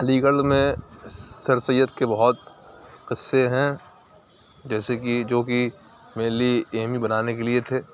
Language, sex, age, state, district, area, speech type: Urdu, male, 30-45, Uttar Pradesh, Aligarh, rural, spontaneous